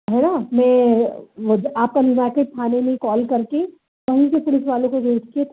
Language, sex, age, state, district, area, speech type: Hindi, male, 30-45, Madhya Pradesh, Bhopal, urban, conversation